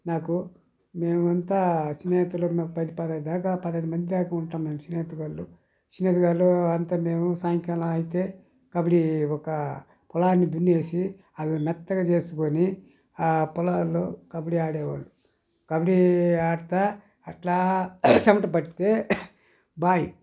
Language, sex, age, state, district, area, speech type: Telugu, male, 60+, Andhra Pradesh, Sri Balaji, rural, spontaneous